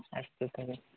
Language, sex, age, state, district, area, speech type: Sanskrit, male, 18-30, West Bengal, Purba Medinipur, rural, conversation